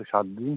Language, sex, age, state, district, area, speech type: Bengali, male, 45-60, West Bengal, Uttar Dinajpur, rural, conversation